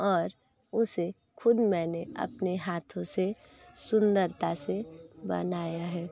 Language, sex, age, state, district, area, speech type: Hindi, female, 18-30, Uttar Pradesh, Sonbhadra, rural, spontaneous